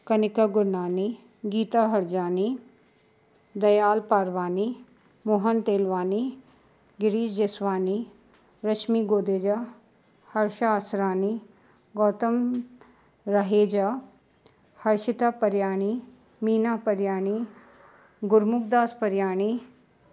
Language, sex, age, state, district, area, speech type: Sindhi, female, 45-60, Uttar Pradesh, Lucknow, rural, spontaneous